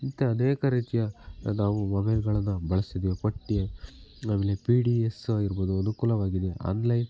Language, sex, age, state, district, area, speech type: Kannada, male, 18-30, Karnataka, Chitradurga, rural, spontaneous